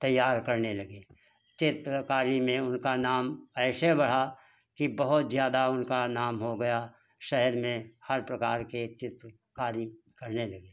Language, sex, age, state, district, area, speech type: Hindi, male, 60+, Uttar Pradesh, Hardoi, rural, spontaneous